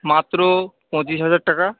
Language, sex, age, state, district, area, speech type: Bengali, male, 18-30, West Bengal, Darjeeling, urban, conversation